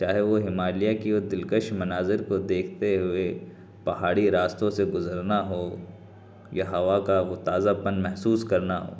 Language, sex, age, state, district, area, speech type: Urdu, male, 30-45, Delhi, South Delhi, rural, spontaneous